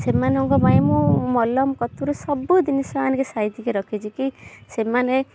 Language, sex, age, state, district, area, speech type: Odia, female, 30-45, Odisha, Kendujhar, urban, spontaneous